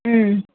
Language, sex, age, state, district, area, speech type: Tamil, female, 18-30, Tamil Nadu, Perambalur, urban, conversation